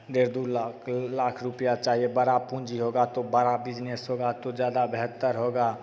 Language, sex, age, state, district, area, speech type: Hindi, male, 18-30, Bihar, Begusarai, rural, spontaneous